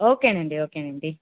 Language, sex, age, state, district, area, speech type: Telugu, female, 30-45, Andhra Pradesh, Annamaya, urban, conversation